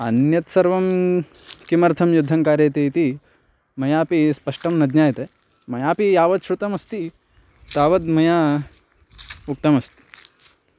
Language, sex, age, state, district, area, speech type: Sanskrit, male, 18-30, Karnataka, Belgaum, rural, spontaneous